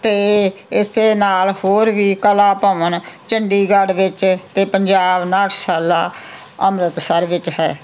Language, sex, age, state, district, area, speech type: Punjabi, female, 60+, Punjab, Muktsar, urban, spontaneous